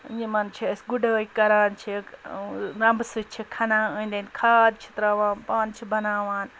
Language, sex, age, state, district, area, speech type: Kashmiri, female, 45-60, Jammu and Kashmir, Ganderbal, rural, spontaneous